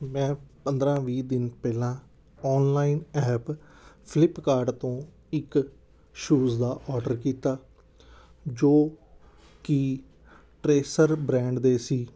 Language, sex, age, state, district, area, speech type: Punjabi, male, 30-45, Punjab, Amritsar, urban, spontaneous